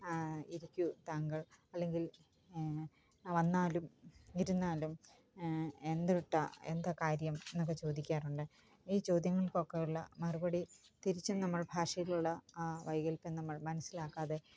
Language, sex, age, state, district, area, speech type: Malayalam, female, 45-60, Kerala, Kottayam, rural, spontaneous